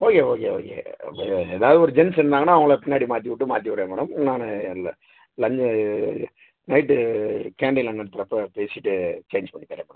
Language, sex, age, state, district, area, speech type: Tamil, male, 45-60, Tamil Nadu, Theni, rural, conversation